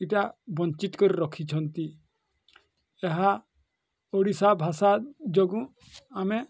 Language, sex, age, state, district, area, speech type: Odia, male, 45-60, Odisha, Bargarh, urban, spontaneous